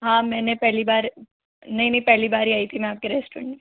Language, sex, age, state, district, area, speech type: Hindi, female, 18-30, Rajasthan, Jaipur, urban, conversation